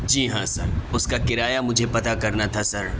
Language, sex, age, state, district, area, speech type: Urdu, male, 18-30, Delhi, Central Delhi, urban, spontaneous